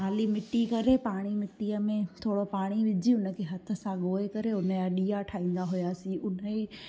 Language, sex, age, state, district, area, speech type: Sindhi, female, 18-30, Gujarat, Junagadh, rural, spontaneous